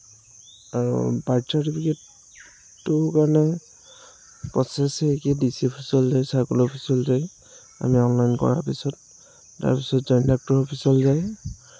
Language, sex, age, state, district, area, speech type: Assamese, male, 18-30, Assam, Lakhimpur, rural, spontaneous